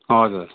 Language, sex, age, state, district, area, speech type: Nepali, male, 60+, West Bengal, Kalimpong, rural, conversation